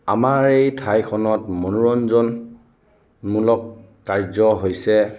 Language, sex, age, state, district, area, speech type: Assamese, male, 30-45, Assam, Sonitpur, rural, spontaneous